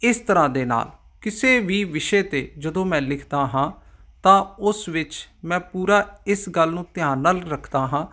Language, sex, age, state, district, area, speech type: Punjabi, male, 45-60, Punjab, Ludhiana, urban, spontaneous